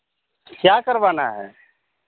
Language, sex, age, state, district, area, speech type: Hindi, male, 45-60, Bihar, Vaishali, urban, conversation